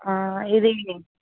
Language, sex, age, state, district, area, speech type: Telugu, female, 18-30, Telangana, Ranga Reddy, rural, conversation